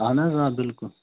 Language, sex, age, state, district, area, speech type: Kashmiri, male, 30-45, Jammu and Kashmir, Bandipora, rural, conversation